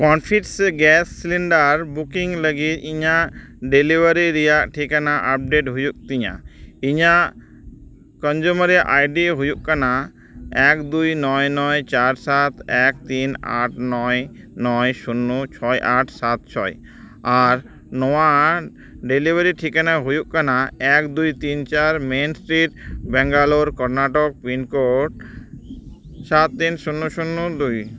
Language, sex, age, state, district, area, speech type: Santali, male, 30-45, West Bengal, Dakshin Dinajpur, rural, read